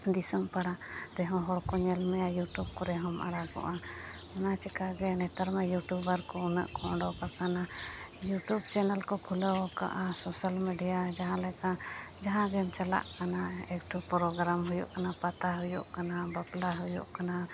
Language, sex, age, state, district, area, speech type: Santali, female, 30-45, Jharkhand, Seraikela Kharsawan, rural, spontaneous